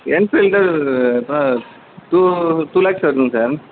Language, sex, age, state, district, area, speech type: Tamil, male, 18-30, Tamil Nadu, Madurai, rural, conversation